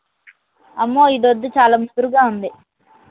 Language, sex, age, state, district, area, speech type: Telugu, female, 18-30, Andhra Pradesh, Krishna, urban, conversation